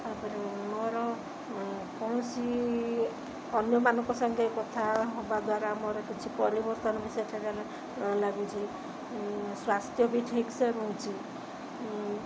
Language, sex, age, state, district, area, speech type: Odia, female, 30-45, Odisha, Sundergarh, urban, spontaneous